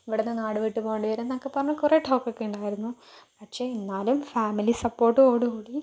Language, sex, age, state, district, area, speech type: Malayalam, female, 45-60, Kerala, Palakkad, urban, spontaneous